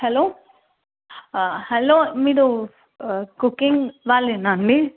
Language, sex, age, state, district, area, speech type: Telugu, female, 18-30, Telangana, Medchal, urban, conversation